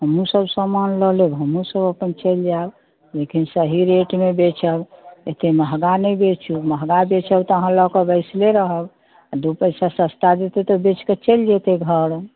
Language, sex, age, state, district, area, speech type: Maithili, female, 60+, Bihar, Muzaffarpur, rural, conversation